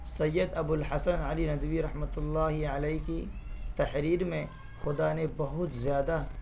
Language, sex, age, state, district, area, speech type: Urdu, male, 18-30, Bihar, Purnia, rural, spontaneous